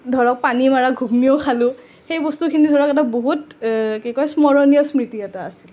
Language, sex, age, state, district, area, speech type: Assamese, female, 30-45, Assam, Nalbari, rural, spontaneous